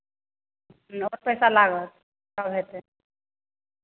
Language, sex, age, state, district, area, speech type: Maithili, female, 45-60, Bihar, Madhepura, urban, conversation